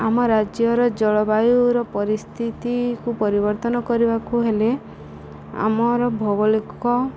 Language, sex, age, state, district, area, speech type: Odia, female, 30-45, Odisha, Subarnapur, urban, spontaneous